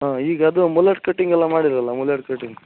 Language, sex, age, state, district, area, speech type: Kannada, male, 18-30, Karnataka, Shimoga, rural, conversation